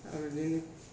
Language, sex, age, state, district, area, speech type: Bodo, male, 60+, Assam, Kokrajhar, rural, spontaneous